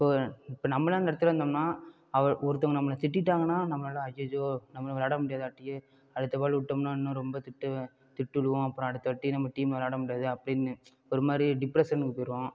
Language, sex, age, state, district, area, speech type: Tamil, male, 30-45, Tamil Nadu, Ariyalur, rural, spontaneous